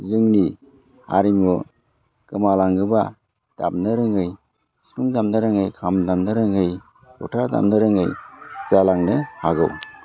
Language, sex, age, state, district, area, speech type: Bodo, male, 45-60, Assam, Udalguri, urban, spontaneous